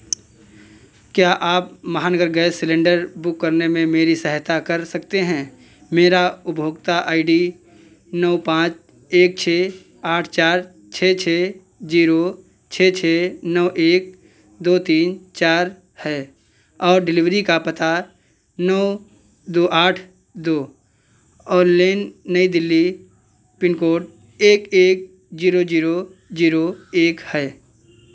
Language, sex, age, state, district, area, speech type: Hindi, male, 45-60, Uttar Pradesh, Hardoi, rural, read